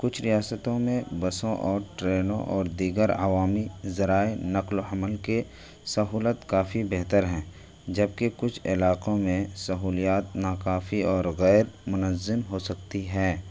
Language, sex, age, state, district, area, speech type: Urdu, male, 18-30, Delhi, New Delhi, rural, spontaneous